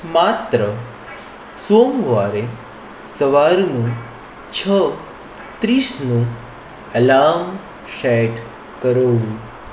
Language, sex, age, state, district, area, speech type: Gujarati, male, 30-45, Gujarat, Anand, urban, read